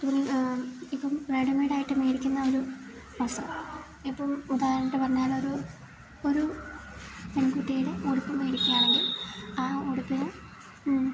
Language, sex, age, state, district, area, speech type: Malayalam, female, 18-30, Kerala, Idukki, rural, spontaneous